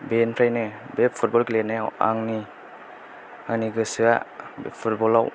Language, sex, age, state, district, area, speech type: Bodo, male, 18-30, Assam, Kokrajhar, urban, spontaneous